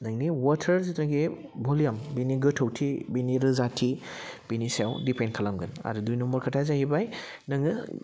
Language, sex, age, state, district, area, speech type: Bodo, male, 30-45, Assam, Udalguri, urban, spontaneous